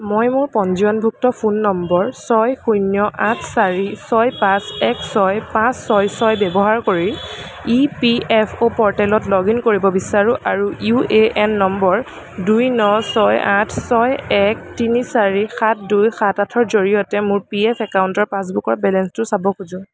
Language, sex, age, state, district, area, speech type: Assamese, female, 18-30, Assam, Kamrup Metropolitan, urban, read